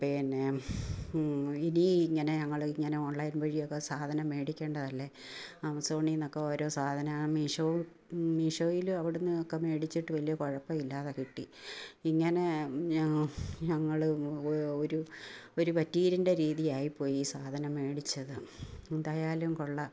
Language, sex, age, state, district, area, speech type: Malayalam, female, 45-60, Kerala, Kottayam, rural, spontaneous